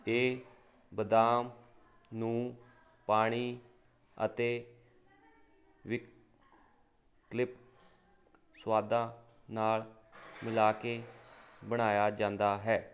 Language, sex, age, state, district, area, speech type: Punjabi, male, 30-45, Punjab, Hoshiarpur, rural, read